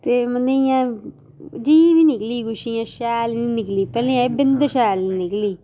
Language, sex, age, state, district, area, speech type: Dogri, female, 18-30, Jammu and Kashmir, Jammu, rural, spontaneous